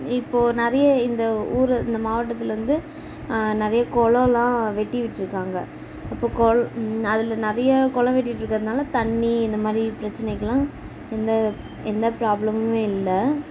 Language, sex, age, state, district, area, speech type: Tamil, female, 18-30, Tamil Nadu, Kallakurichi, rural, spontaneous